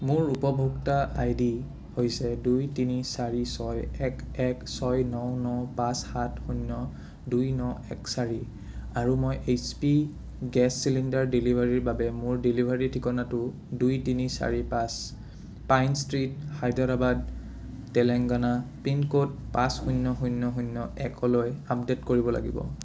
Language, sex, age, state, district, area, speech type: Assamese, male, 18-30, Assam, Udalguri, rural, read